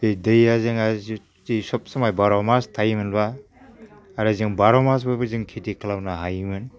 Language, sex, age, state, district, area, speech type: Bodo, male, 60+, Assam, Chirang, rural, spontaneous